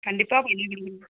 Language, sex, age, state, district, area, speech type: Tamil, female, 45-60, Tamil Nadu, Sivaganga, rural, conversation